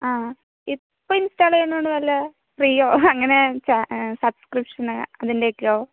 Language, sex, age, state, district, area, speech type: Malayalam, female, 30-45, Kerala, Palakkad, rural, conversation